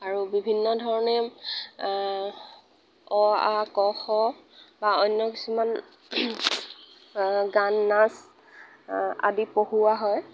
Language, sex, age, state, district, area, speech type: Assamese, female, 30-45, Assam, Lakhimpur, rural, spontaneous